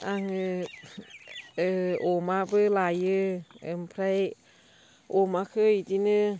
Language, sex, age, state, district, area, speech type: Bodo, female, 60+, Assam, Baksa, rural, spontaneous